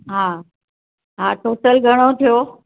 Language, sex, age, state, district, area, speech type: Sindhi, female, 60+, Maharashtra, Mumbai Suburban, urban, conversation